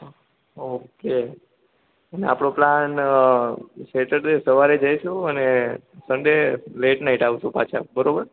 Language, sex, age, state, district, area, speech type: Gujarati, male, 18-30, Gujarat, Ahmedabad, urban, conversation